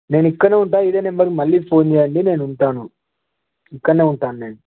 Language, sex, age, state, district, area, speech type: Telugu, male, 18-30, Telangana, Yadadri Bhuvanagiri, urban, conversation